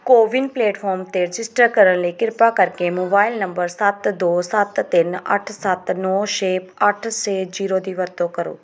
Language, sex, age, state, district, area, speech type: Punjabi, female, 30-45, Punjab, Pathankot, rural, read